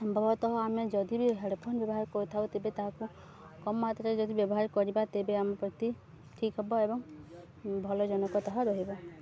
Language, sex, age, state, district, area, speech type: Odia, female, 18-30, Odisha, Subarnapur, urban, spontaneous